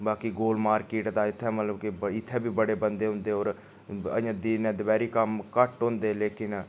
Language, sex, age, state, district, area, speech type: Dogri, male, 30-45, Jammu and Kashmir, Udhampur, rural, spontaneous